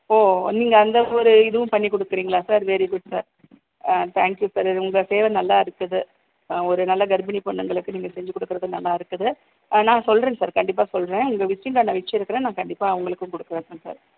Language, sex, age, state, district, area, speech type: Tamil, female, 45-60, Tamil Nadu, Salem, rural, conversation